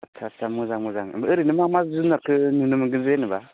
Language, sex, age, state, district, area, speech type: Bodo, male, 18-30, Assam, Baksa, rural, conversation